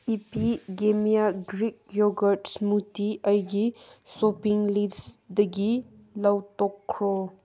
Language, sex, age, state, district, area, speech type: Manipuri, female, 18-30, Manipur, Kangpokpi, urban, read